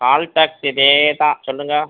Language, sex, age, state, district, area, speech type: Tamil, male, 60+, Tamil Nadu, Pudukkottai, rural, conversation